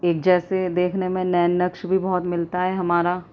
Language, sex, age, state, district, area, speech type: Urdu, female, 30-45, Delhi, South Delhi, rural, spontaneous